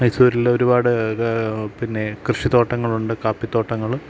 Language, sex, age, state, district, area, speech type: Malayalam, male, 30-45, Kerala, Idukki, rural, spontaneous